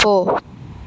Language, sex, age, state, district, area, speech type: Tamil, female, 18-30, Tamil Nadu, Kanyakumari, rural, read